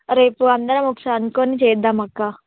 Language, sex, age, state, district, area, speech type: Telugu, female, 18-30, Telangana, Ranga Reddy, urban, conversation